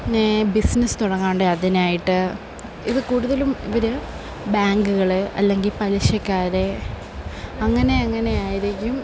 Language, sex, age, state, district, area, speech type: Malayalam, female, 18-30, Kerala, Kollam, rural, spontaneous